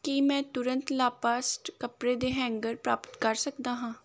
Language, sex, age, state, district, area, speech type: Punjabi, female, 18-30, Punjab, Gurdaspur, rural, read